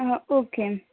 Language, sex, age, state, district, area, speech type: Marathi, female, 18-30, Maharashtra, Nagpur, urban, conversation